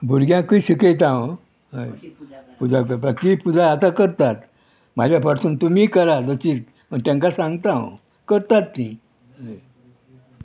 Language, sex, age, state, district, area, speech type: Goan Konkani, male, 60+, Goa, Murmgao, rural, spontaneous